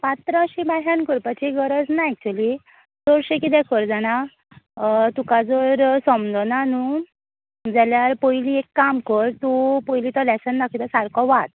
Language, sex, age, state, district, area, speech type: Goan Konkani, female, 18-30, Goa, Tiswadi, rural, conversation